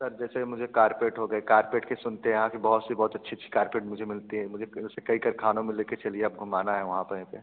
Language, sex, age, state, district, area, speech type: Hindi, male, 18-30, Uttar Pradesh, Bhadohi, urban, conversation